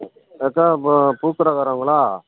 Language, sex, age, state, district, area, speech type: Tamil, male, 60+, Tamil Nadu, Pudukkottai, rural, conversation